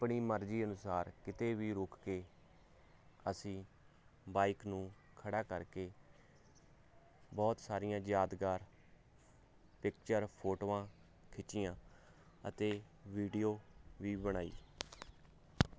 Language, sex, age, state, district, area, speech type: Punjabi, male, 30-45, Punjab, Hoshiarpur, rural, spontaneous